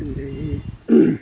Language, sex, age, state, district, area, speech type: Manipuri, male, 60+, Manipur, Kakching, rural, spontaneous